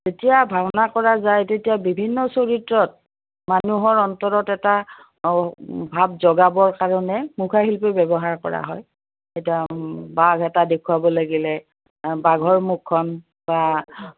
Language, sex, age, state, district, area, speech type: Assamese, female, 60+, Assam, Udalguri, rural, conversation